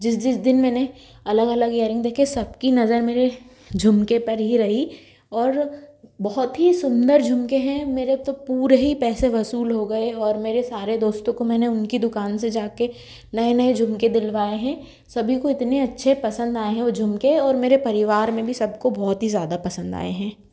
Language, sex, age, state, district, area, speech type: Hindi, female, 30-45, Madhya Pradesh, Bhopal, urban, spontaneous